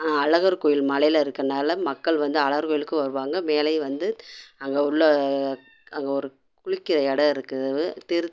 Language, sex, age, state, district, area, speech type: Tamil, female, 45-60, Tamil Nadu, Madurai, urban, spontaneous